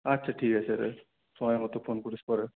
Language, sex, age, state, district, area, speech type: Bengali, male, 18-30, West Bengal, Purulia, urban, conversation